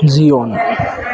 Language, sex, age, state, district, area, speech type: Marathi, male, 18-30, Maharashtra, Ahmednagar, urban, spontaneous